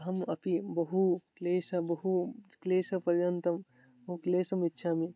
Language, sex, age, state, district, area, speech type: Sanskrit, male, 18-30, Odisha, Mayurbhanj, rural, spontaneous